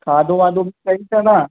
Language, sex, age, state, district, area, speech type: Sindhi, male, 18-30, Maharashtra, Mumbai Suburban, urban, conversation